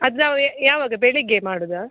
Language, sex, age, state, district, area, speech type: Kannada, female, 18-30, Karnataka, Dakshina Kannada, rural, conversation